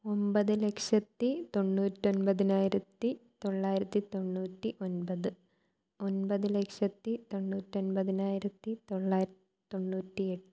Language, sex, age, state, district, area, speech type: Malayalam, female, 18-30, Kerala, Thiruvananthapuram, rural, spontaneous